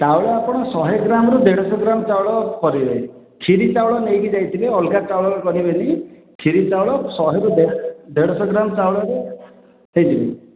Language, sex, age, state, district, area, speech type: Odia, male, 45-60, Odisha, Khordha, rural, conversation